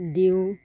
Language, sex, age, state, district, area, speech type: Assamese, female, 30-45, Assam, Darrang, rural, spontaneous